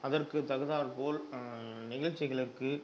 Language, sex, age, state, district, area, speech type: Tamil, male, 30-45, Tamil Nadu, Kallakurichi, urban, spontaneous